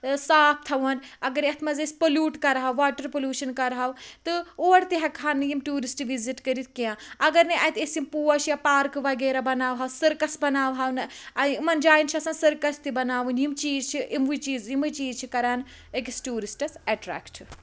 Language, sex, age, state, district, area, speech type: Kashmiri, female, 30-45, Jammu and Kashmir, Pulwama, rural, spontaneous